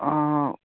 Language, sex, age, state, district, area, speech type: Manipuri, male, 45-60, Manipur, Kangpokpi, urban, conversation